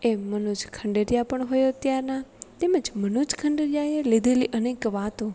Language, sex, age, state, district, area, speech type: Gujarati, female, 18-30, Gujarat, Rajkot, rural, spontaneous